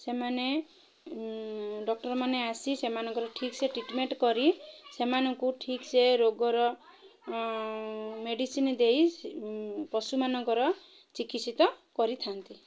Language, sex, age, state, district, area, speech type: Odia, female, 30-45, Odisha, Kendrapara, urban, spontaneous